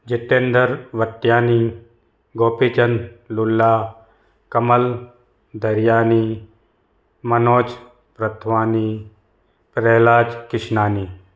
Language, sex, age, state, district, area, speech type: Sindhi, male, 45-60, Gujarat, Surat, urban, spontaneous